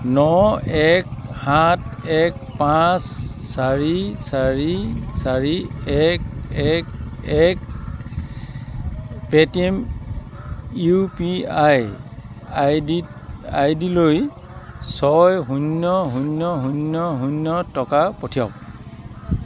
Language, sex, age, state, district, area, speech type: Assamese, male, 45-60, Assam, Dibrugarh, rural, read